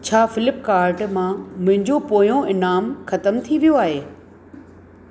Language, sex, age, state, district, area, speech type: Sindhi, female, 60+, Rajasthan, Ajmer, urban, read